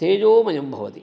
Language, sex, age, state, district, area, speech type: Sanskrit, male, 45-60, Karnataka, Shimoga, urban, spontaneous